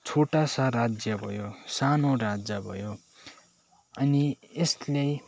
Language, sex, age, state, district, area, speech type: Nepali, male, 18-30, West Bengal, Darjeeling, urban, spontaneous